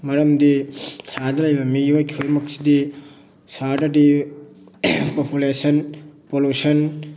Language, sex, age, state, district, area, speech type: Manipuri, male, 30-45, Manipur, Thoubal, rural, spontaneous